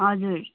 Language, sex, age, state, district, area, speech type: Nepali, female, 18-30, West Bengal, Darjeeling, rural, conversation